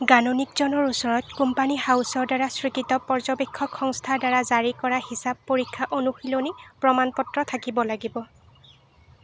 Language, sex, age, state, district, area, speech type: Assamese, female, 60+, Assam, Nagaon, rural, read